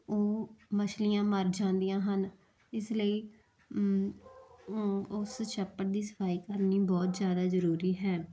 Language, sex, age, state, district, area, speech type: Punjabi, female, 30-45, Punjab, Muktsar, rural, spontaneous